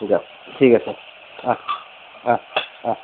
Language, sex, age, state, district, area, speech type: Assamese, male, 30-45, Assam, Nalbari, rural, conversation